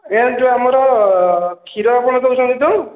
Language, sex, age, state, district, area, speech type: Odia, male, 30-45, Odisha, Khordha, rural, conversation